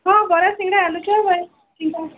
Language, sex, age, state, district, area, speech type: Odia, female, 45-60, Odisha, Sundergarh, rural, conversation